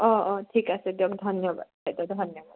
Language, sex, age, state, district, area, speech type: Assamese, female, 18-30, Assam, Kamrup Metropolitan, urban, conversation